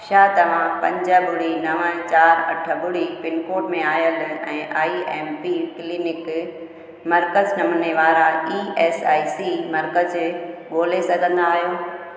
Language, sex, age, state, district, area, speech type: Sindhi, female, 45-60, Gujarat, Junagadh, rural, read